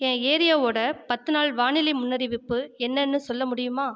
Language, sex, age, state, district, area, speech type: Tamil, female, 30-45, Tamil Nadu, Ariyalur, rural, read